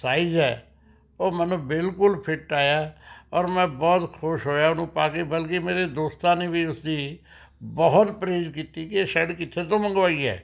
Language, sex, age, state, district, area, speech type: Punjabi, male, 60+, Punjab, Rupnagar, urban, spontaneous